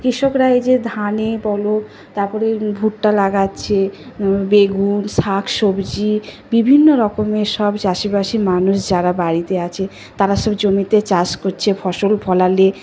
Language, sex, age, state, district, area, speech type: Bengali, female, 45-60, West Bengal, Nadia, rural, spontaneous